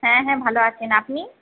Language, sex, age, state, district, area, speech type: Bengali, female, 30-45, West Bengal, Paschim Bardhaman, urban, conversation